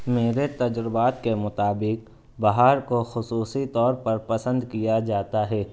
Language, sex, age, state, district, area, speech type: Urdu, male, 60+, Maharashtra, Nashik, urban, spontaneous